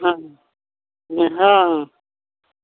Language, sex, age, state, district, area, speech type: Maithili, female, 45-60, Bihar, Darbhanga, rural, conversation